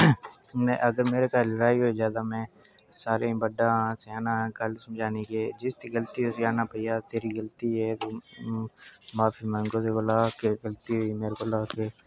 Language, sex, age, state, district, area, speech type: Dogri, male, 18-30, Jammu and Kashmir, Udhampur, rural, spontaneous